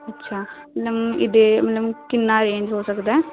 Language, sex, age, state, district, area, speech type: Punjabi, female, 18-30, Punjab, Shaheed Bhagat Singh Nagar, rural, conversation